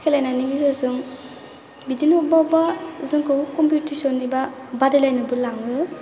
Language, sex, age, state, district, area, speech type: Bodo, female, 18-30, Assam, Baksa, rural, spontaneous